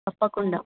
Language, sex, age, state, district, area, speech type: Telugu, female, 18-30, Telangana, Vikarabad, rural, conversation